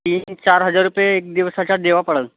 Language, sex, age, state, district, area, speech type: Marathi, male, 18-30, Maharashtra, Nagpur, urban, conversation